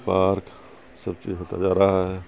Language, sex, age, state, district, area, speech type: Urdu, male, 60+, Bihar, Supaul, rural, spontaneous